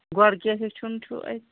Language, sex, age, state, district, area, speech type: Kashmiri, female, 30-45, Jammu and Kashmir, Kulgam, rural, conversation